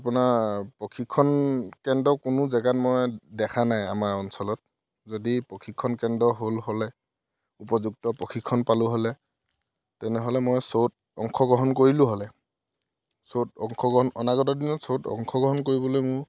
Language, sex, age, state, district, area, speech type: Assamese, male, 18-30, Assam, Dhemaji, rural, spontaneous